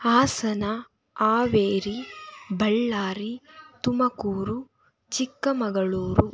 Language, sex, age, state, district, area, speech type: Kannada, female, 18-30, Karnataka, Tumkur, rural, spontaneous